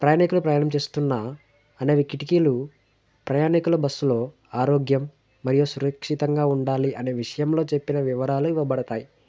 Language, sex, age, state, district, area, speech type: Telugu, male, 18-30, Telangana, Sangareddy, urban, spontaneous